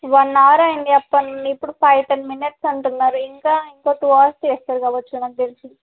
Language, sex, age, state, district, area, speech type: Telugu, female, 18-30, Andhra Pradesh, Alluri Sitarama Raju, rural, conversation